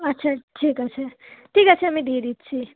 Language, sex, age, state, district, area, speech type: Bengali, female, 18-30, West Bengal, Hooghly, urban, conversation